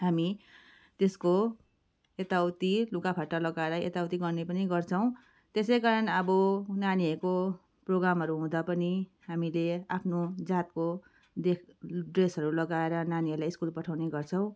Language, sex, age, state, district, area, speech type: Nepali, female, 30-45, West Bengal, Darjeeling, rural, spontaneous